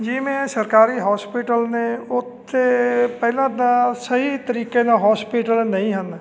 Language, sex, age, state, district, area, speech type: Punjabi, male, 45-60, Punjab, Fatehgarh Sahib, urban, spontaneous